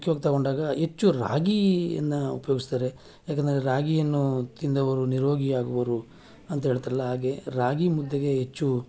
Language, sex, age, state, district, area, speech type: Kannada, male, 45-60, Karnataka, Mysore, urban, spontaneous